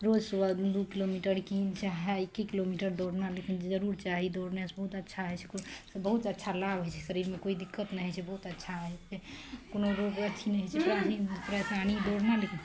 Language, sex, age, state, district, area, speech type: Maithili, female, 30-45, Bihar, Araria, rural, spontaneous